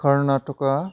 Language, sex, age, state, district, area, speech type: Bodo, male, 30-45, Assam, Chirang, rural, spontaneous